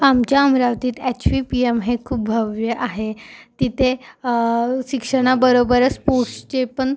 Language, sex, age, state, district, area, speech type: Marathi, female, 18-30, Maharashtra, Amravati, urban, spontaneous